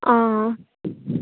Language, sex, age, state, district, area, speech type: Telugu, female, 18-30, Andhra Pradesh, Nellore, rural, conversation